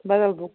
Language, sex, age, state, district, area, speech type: Kashmiri, female, 30-45, Jammu and Kashmir, Baramulla, rural, conversation